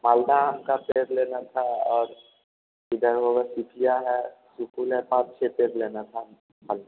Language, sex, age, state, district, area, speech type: Hindi, male, 30-45, Bihar, Vaishali, rural, conversation